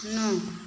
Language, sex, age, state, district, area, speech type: Hindi, female, 45-60, Uttar Pradesh, Mau, urban, read